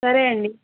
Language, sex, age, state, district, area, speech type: Telugu, female, 18-30, Telangana, Jangaon, rural, conversation